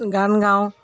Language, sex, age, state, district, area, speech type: Assamese, female, 60+, Assam, Dhemaji, rural, spontaneous